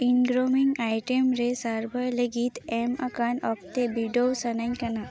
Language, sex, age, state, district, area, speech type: Santali, female, 18-30, West Bengal, Paschim Bardhaman, rural, read